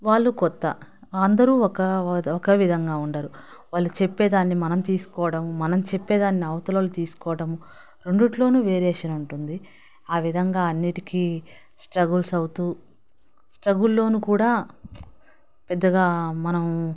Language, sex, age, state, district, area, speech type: Telugu, female, 30-45, Andhra Pradesh, Nellore, urban, spontaneous